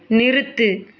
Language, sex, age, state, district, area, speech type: Tamil, female, 18-30, Tamil Nadu, Thoothukudi, urban, read